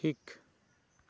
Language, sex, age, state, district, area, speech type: Santali, male, 30-45, West Bengal, Bankura, rural, read